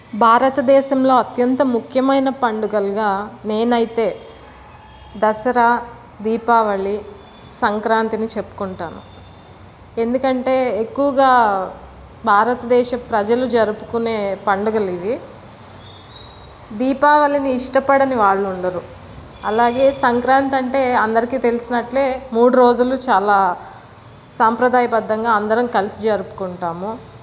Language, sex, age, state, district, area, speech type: Telugu, female, 30-45, Andhra Pradesh, Palnadu, urban, spontaneous